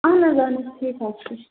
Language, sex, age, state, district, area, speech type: Kashmiri, female, 18-30, Jammu and Kashmir, Ganderbal, rural, conversation